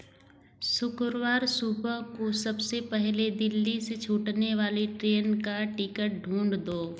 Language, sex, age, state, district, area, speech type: Hindi, female, 30-45, Uttar Pradesh, Varanasi, rural, read